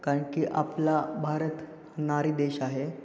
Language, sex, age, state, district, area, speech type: Marathi, male, 18-30, Maharashtra, Ratnagiri, urban, spontaneous